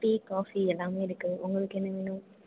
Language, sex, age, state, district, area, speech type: Tamil, female, 18-30, Tamil Nadu, Perambalur, urban, conversation